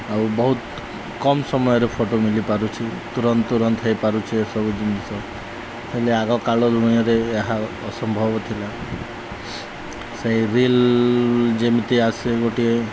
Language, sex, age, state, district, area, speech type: Odia, male, 30-45, Odisha, Nuapada, urban, spontaneous